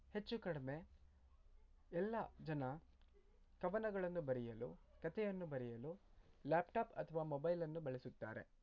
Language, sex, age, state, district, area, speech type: Kannada, male, 18-30, Karnataka, Shimoga, rural, spontaneous